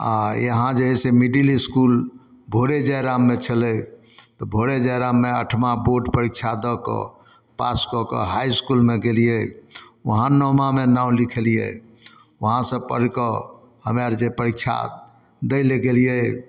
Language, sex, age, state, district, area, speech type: Maithili, male, 60+, Bihar, Samastipur, rural, spontaneous